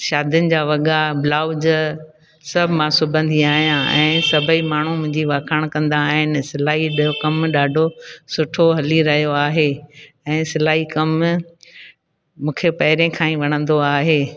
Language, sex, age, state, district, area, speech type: Sindhi, female, 60+, Gujarat, Junagadh, rural, spontaneous